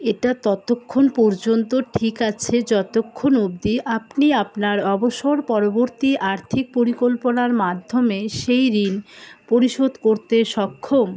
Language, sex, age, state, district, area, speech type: Bengali, female, 30-45, West Bengal, Alipurduar, rural, read